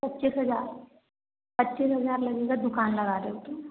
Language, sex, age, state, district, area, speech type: Hindi, female, 30-45, Madhya Pradesh, Balaghat, rural, conversation